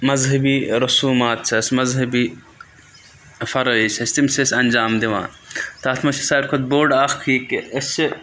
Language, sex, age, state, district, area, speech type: Kashmiri, male, 18-30, Jammu and Kashmir, Budgam, rural, spontaneous